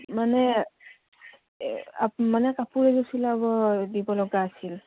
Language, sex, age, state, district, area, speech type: Assamese, female, 18-30, Assam, Udalguri, rural, conversation